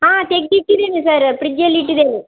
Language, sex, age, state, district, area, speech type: Kannada, female, 60+, Karnataka, Dakshina Kannada, rural, conversation